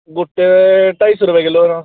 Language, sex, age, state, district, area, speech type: Dogri, male, 30-45, Jammu and Kashmir, Samba, urban, conversation